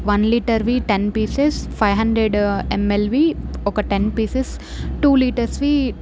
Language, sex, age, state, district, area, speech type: Telugu, female, 18-30, Andhra Pradesh, Chittoor, urban, spontaneous